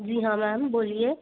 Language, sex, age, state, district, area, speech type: Hindi, female, 18-30, Madhya Pradesh, Betul, urban, conversation